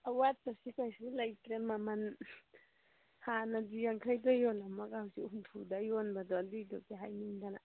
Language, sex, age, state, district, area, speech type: Manipuri, female, 30-45, Manipur, Churachandpur, rural, conversation